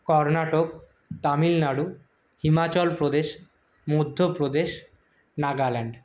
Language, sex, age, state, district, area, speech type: Bengali, male, 18-30, West Bengal, Purulia, urban, spontaneous